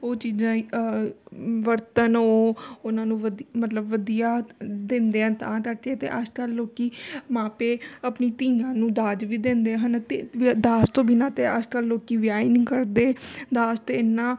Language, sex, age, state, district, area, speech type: Punjabi, female, 30-45, Punjab, Amritsar, urban, spontaneous